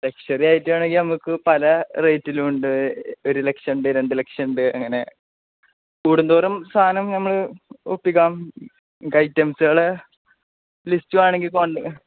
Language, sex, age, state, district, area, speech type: Malayalam, male, 18-30, Kerala, Malappuram, rural, conversation